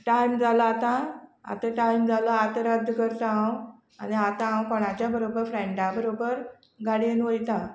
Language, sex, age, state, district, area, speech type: Goan Konkani, female, 45-60, Goa, Quepem, rural, spontaneous